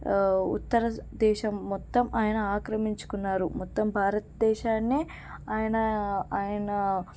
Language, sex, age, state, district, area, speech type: Telugu, female, 18-30, Telangana, Medak, rural, spontaneous